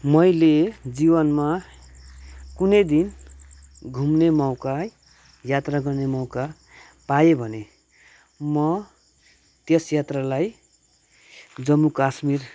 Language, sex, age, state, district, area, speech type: Nepali, male, 30-45, West Bengal, Kalimpong, rural, spontaneous